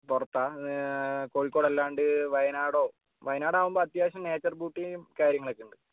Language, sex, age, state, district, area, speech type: Malayalam, male, 18-30, Kerala, Kozhikode, urban, conversation